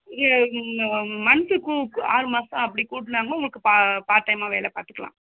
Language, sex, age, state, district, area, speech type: Tamil, female, 45-60, Tamil Nadu, Sivaganga, rural, conversation